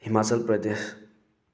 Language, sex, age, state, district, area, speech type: Manipuri, male, 18-30, Manipur, Thoubal, rural, spontaneous